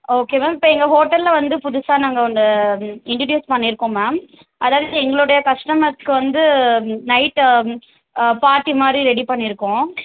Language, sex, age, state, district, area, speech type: Tamil, female, 30-45, Tamil Nadu, Chennai, urban, conversation